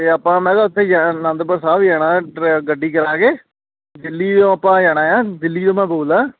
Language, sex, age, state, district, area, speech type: Punjabi, male, 18-30, Punjab, Kapurthala, urban, conversation